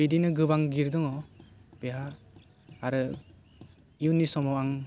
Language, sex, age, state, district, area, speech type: Bodo, male, 18-30, Assam, Udalguri, urban, spontaneous